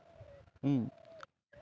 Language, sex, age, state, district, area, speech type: Santali, male, 18-30, West Bengal, Jhargram, rural, spontaneous